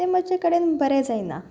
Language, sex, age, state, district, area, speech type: Goan Konkani, female, 18-30, Goa, Salcete, rural, spontaneous